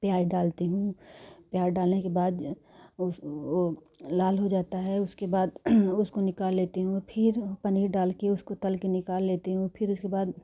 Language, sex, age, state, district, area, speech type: Hindi, female, 45-60, Uttar Pradesh, Jaunpur, urban, spontaneous